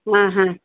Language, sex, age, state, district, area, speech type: Marathi, female, 60+, Maharashtra, Kolhapur, urban, conversation